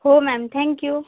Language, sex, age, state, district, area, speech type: Marathi, female, 18-30, Maharashtra, Washim, rural, conversation